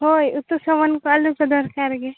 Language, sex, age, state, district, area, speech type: Santali, female, 18-30, Jharkhand, Seraikela Kharsawan, rural, conversation